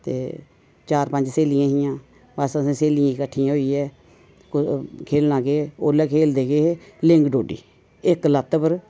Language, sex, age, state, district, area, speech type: Dogri, female, 45-60, Jammu and Kashmir, Reasi, urban, spontaneous